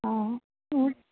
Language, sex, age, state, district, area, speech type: Sindhi, female, 30-45, Gujarat, Kutch, rural, conversation